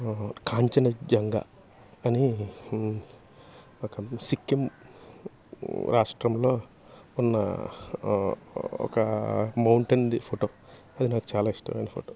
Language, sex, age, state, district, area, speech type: Telugu, male, 30-45, Andhra Pradesh, Alluri Sitarama Raju, urban, spontaneous